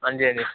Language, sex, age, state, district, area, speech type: Dogri, male, 18-30, Jammu and Kashmir, Udhampur, rural, conversation